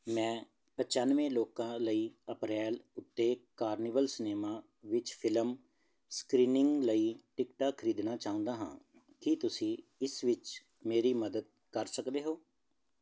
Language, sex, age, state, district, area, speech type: Punjabi, male, 30-45, Punjab, Jalandhar, urban, read